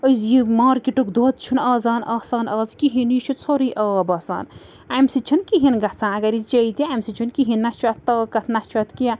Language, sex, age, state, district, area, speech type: Kashmiri, female, 30-45, Jammu and Kashmir, Srinagar, urban, spontaneous